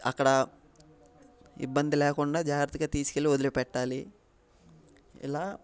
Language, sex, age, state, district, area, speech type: Telugu, male, 18-30, Andhra Pradesh, Bapatla, rural, spontaneous